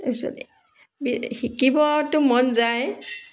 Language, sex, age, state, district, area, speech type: Assamese, female, 60+, Assam, Dibrugarh, urban, spontaneous